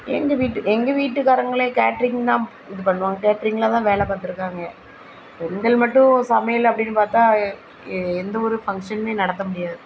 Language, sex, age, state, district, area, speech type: Tamil, female, 30-45, Tamil Nadu, Thoothukudi, urban, spontaneous